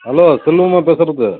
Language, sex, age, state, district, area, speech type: Tamil, male, 30-45, Tamil Nadu, Cuddalore, rural, conversation